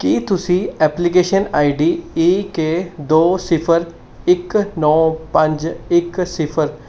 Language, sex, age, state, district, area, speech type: Punjabi, male, 18-30, Punjab, Mohali, urban, read